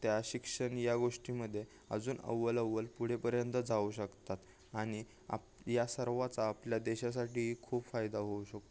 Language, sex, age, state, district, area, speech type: Marathi, male, 18-30, Maharashtra, Ratnagiri, rural, spontaneous